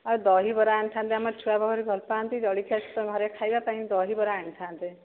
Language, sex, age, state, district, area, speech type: Odia, female, 30-45, Odisha, Dhenkanal, rural, conversation